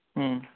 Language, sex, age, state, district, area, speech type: Odia, male, 18-30, Odisha, Kalahandi, rural, conversation